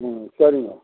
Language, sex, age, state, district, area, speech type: Tamil, male, 60+, Tamil Nadu, Kallakurichi, urban, conversation